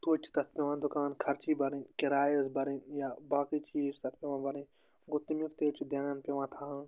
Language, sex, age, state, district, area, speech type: Kashmiri, male, 18-30, Jammu and Kashmir, Anantnag, rural, spontaneous